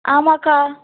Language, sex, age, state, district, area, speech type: Tamil, female, 18-30, Tamil Nadu, Thoothukudi, rural, conversation